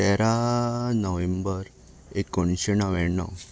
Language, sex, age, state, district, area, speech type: Goan Konkani, male, 18-30, Goa, Ponda, rural, spontaneous